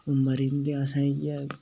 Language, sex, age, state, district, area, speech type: Dogri, male, 18-30, Jammu and Kashmir, Udhampur, rural, spontaneous